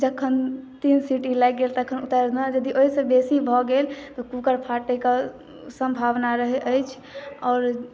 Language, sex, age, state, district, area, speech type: Maithili, female, 18-30, Bihar, Madhubani, rural, spontaneous